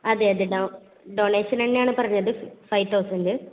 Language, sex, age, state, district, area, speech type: Malayalam, female, 18-30, Kerala, Kasaragod, rural, conversation